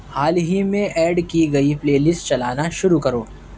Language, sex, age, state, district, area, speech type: Urdu, male, 18-30, Delhi, East Delhi, rural, read